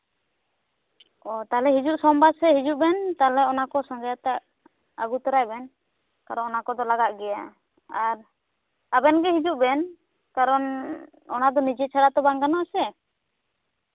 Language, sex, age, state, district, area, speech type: Santali, female, 18-30, West Bengal, Bankura, rural, conversation